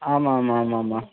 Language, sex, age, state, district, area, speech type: Tamil, male, 60+, Tamil Nadu, Tenkasi, urban, conversation